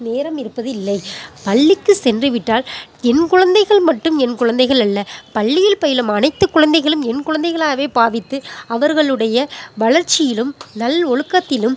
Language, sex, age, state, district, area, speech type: Tamil, female, 30-45, Tamil Nadu, Pudukkottai, rural, spontaneous